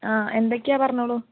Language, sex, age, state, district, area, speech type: Malayalam, female, 18-30, Kerala, Kozhikode, rural, conversation